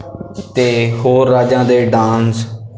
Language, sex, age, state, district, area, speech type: Punjabi, male, 18-30, Punjab, Bathinda, rural, spontaneous